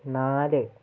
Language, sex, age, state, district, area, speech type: Malayalam, female, 18-30, Kerala, Wayanad, rural, read